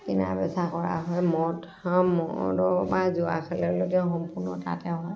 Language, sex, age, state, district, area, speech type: Assamese, female, 45-60, Assam, Dhemaji, urban, spontaneous